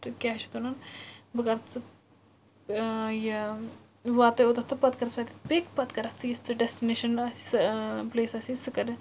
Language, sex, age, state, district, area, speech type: Kashmiri, female, 30-45, Jammu and Kashmir, Bandipora, rural, spontaneous